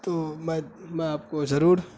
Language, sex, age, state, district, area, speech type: Urdu, male, 18-30, Bihar, Saharsa, rural, spontaneous